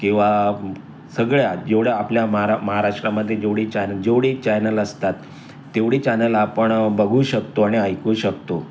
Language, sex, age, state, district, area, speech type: Marathi, male, 60+, Maharashtra, Mumbai Suburban, urban, spontaneous